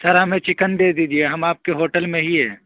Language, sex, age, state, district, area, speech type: Urdu, male, 18-30, Uttar Pradesh, Saharanpur, urban, conversation